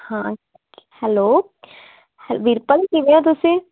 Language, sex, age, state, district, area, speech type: Punjabi, female, 18-30, Punjab, Firozpur, rural, conversation